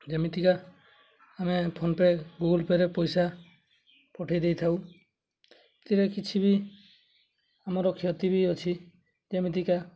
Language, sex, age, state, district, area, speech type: Odia, male, 18-30, Odisha, Mayurbhanj, rural, spontaneous